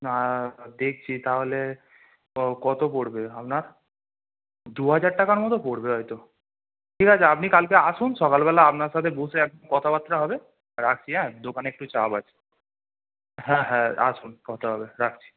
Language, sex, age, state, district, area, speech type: Bengali, male, 18-30, West Bengal, Howrah, urban, conversation